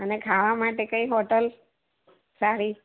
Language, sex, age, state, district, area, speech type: Gujarati, female, 45-60, Gujarat, Valsad, rural, conversation